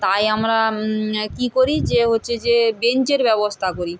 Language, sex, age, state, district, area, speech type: Bengali, female, 60+, West Bengal, Purba Medinipur, rural, spontaneous